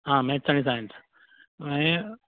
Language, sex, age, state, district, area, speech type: Goan Konkani, male, 30-45, Goa, Ponda, rural, conversation